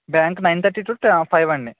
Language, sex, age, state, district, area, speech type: Telugu, male, 18-30, Andhra Pradesh, East Godavari, rural, conversation